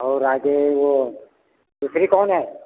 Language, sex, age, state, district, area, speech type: Hindi, male, 60+, Uttar Pradesh, Lucknow, urban, conversation